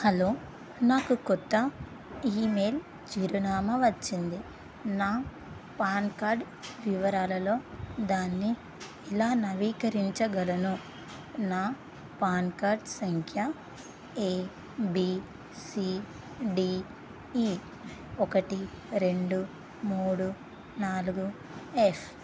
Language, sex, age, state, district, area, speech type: Telugu, female, 30-45, Telangana, Karimnagar, rural, read